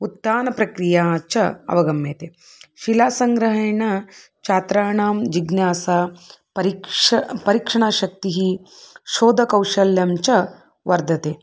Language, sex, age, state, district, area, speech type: Sanskrit, female, 30-45, Karnataka, Dharwad, urban, spontaneous